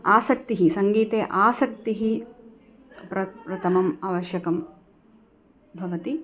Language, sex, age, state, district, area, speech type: Sanskrit, female, 45-60, Tamil Nadu, Chennai, urban, spontaneous